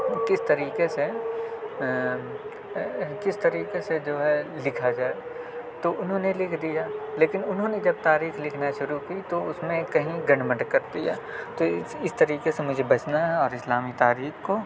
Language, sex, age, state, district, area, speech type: Urdu, male, 18-30, Delhi, South Delhi, urban, spontaneous